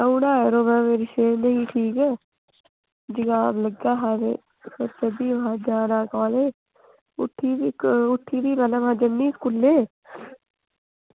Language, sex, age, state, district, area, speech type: Dogri, female, 18-30, Jammu and Kashmir, Reasi, rural, conversation